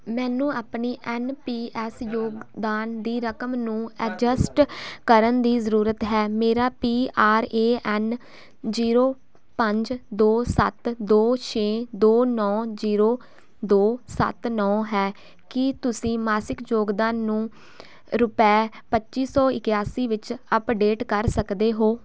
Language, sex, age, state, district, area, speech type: Punjabi, female, 18-30, Punjab, Firozpur, rural, read